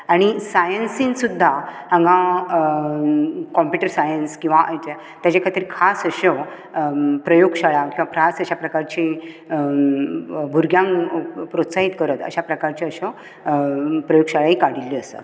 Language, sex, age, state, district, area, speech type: Goan Konkani, female, 60+, Goa, Bardez, urban, spontaneous